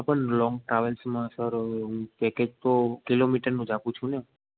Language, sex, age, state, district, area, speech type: Gujarati, male, 18-30, Gujarat, Ahmedabad, rural, conversation